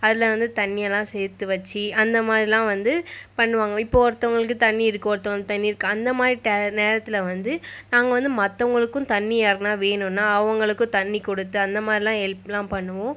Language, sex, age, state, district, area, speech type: Tamil, female, 30-45, Tamil Nadu, Viluppuram, rural, spontaneous